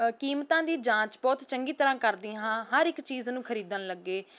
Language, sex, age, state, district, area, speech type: Punjabi, female, 18-30, Punjab, Ludhiana, urban, spontaneous